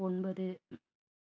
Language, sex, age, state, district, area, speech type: Tamil, female, 30-45, Tamil Nadu, Nilgiris, rural, read